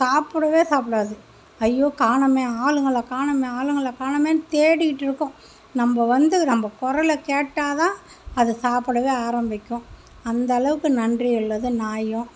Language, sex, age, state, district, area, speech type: Tamil, female, 30-45, Tamil Nadu, Mayiladuthurai, rural, spontaneous